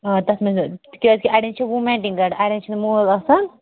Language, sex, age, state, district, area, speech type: Kashmiri, female, 18-30, Jammu and Kashmir, Anantnag, rural, conversation